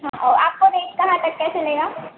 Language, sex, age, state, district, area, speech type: Hindi, female, 18-30, Madhya Pradesh, Harda, urban, conversation